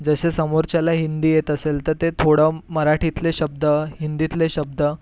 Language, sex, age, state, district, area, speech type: Marathi, male, 18-30, Maharashtra, Nagpur, urban, spontaneous